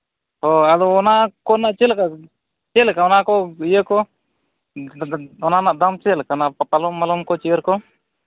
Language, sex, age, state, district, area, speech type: Santali, male, 30-45, Jharkhand, East Singhbhum, rural, conversation